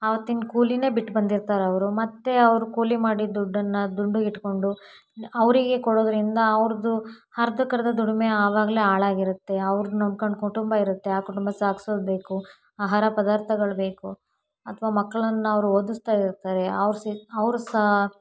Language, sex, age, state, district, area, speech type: Kannada, female, 18-30, Karnataka, Davanagere, rural, spontaneous